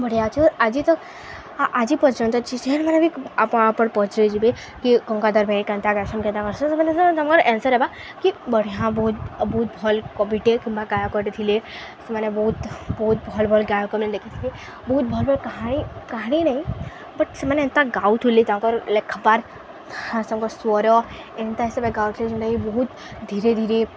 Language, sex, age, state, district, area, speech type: Odia, female, 18-30, Odisha, Subarnapur, urban, spontaneous